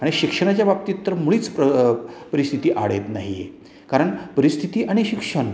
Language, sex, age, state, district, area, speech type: Marathi, male, 60+, Maharashtra, Satara, urban, spontaneous